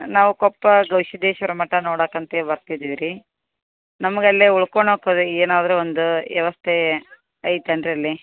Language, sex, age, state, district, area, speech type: Kannada, female, 30-45, Karnataka, Koppal, urban, conversation